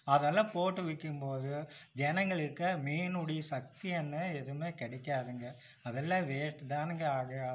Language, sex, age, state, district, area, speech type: Tamil, male, 60+, Tamil Nadu, Coimbatore, urban, spontaneous